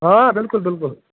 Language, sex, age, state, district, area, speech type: Kashmiri, male, 30-45, Jammu and Kashmir, Kupwara, rural, conversation